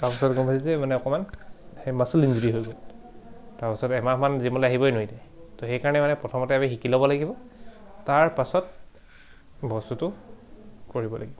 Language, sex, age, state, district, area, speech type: Assamese, male, 18-30, Assam, Charaideo, urban, spontaneous